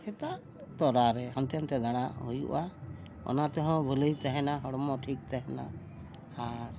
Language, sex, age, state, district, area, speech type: Santali, male, 60+, West Bengal, Dakshin Dinajpur, rural, spontaneous